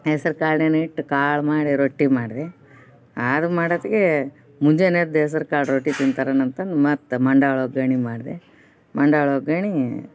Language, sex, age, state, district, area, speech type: Kannada, female, 30-45, Karnataka, Koppal, urban, spontaneous